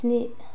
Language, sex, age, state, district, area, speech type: Bodo, female, 45-60, Assam, Kokrajhar, rural, read